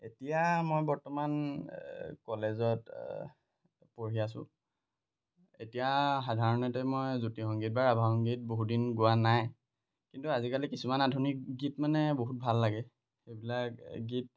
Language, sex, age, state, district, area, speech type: Assamese, male, 18-30, Assam, Lakhimpur, rural, spontaneous